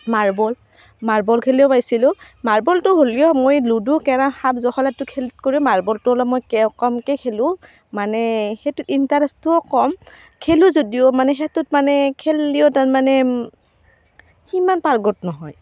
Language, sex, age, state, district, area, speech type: Assamese, female, 30-45, Assam, Barpeta, rural, spontaneous